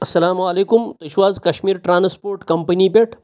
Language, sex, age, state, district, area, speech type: Kashmiri, male, 30-45, Jammu and Kashmir, Pulwama, rural, spontaneous